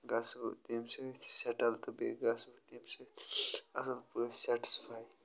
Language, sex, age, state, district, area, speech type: Kashmiri, male, 30-45, Jammu and Kashmir, Baramulla, rural, spontaneous